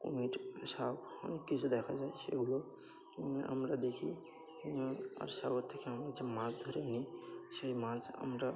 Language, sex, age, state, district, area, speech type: Bengali, male, 45-60, West Bengal, Birbhum, urban, spontaneous